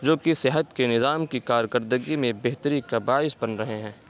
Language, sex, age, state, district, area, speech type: Urdu, male, 18-30, Uttar Pradesh, Saharanpur, urban, spontaneous